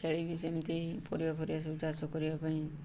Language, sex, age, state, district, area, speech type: Odia, male, 18-30, Odisha, Mayurbhanj, rural, spontaneous